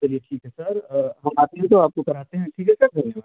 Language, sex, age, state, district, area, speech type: Hindi, male, 18-30, Uttar Pradesh, Chandauli, rural, conversation